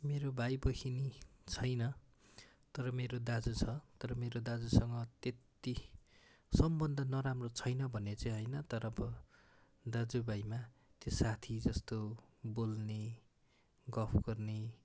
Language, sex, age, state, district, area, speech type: Nepali, male, 18-30, West Bengal, Darjeeling, rural, spontaneous